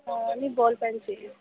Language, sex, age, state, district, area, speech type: Urdu, female, 18-30, Uttar Pradesh, Gautam Buddha Nagar, urban, conversation